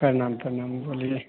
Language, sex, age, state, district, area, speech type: Hindi, male, 30-45, Bihar, Madhepura, rural, conversation